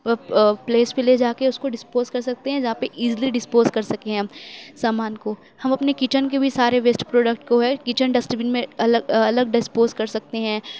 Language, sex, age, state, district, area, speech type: Urdu, female, 18-30, Uttar Pradesh, Mau, urban, spontaneous